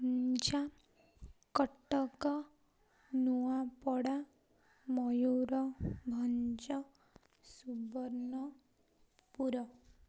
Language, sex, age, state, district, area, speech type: Odia, female, 18-30, Odisha, Ganjam, urban, spontaneous